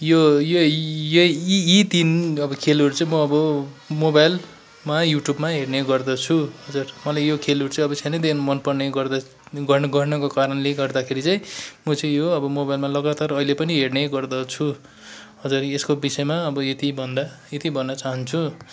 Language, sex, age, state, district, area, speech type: Nepali, male, 45-60, West Bengal, Kalimpong, rural, spontaneous